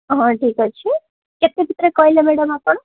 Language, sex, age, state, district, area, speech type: Odia, male, 18-30, Odisha, Koraput, urban, conversation